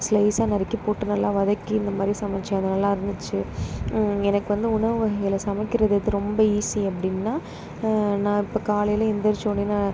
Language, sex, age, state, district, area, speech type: Tamil, female, 30-45, Tamil Nadu, Pudukkottai, rural, spontaneous